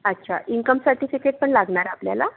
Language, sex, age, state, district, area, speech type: Marathi, female, 60+, Maharashtra, Akola, urban, conversation